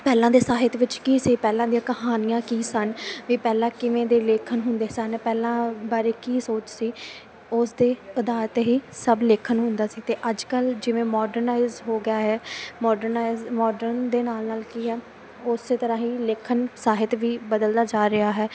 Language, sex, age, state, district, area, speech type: Punjabi, female, 18-30, Punjab, Muktsar, urban, spontaneous